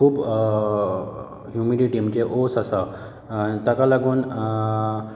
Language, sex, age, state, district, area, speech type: Goan Konkani, male, 30-45, Goa, Bardez, rural, spontaneous